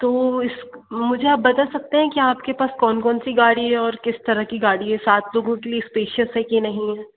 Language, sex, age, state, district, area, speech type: Hindi, female, 45-60, Madhya Pradesh, Bhopal, urban, conversation